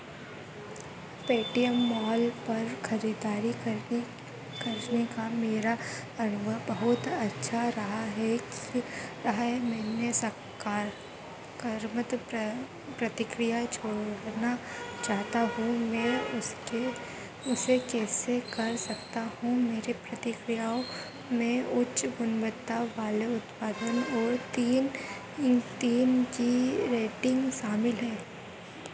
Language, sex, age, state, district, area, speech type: Hindi, female, 30-45, Madhya Pradesh, Harda, urban, read